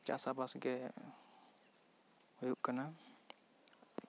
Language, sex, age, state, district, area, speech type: Santali, male, 18-30, West Bengal, Bankura, rural, spontaneous